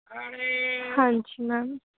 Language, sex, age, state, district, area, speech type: Punjabi, female, 18-30, Punjab, Fatehgarh Sahib, rural, conversation